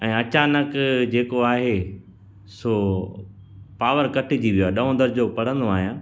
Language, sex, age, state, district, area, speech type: Sindhi, male, 45-60, Gujarat, Kutch, urban, spontaneous